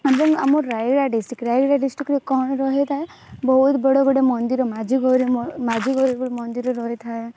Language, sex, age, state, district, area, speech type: Odia, female, 18-30, Odisha, Rayagada, rural, spontaneous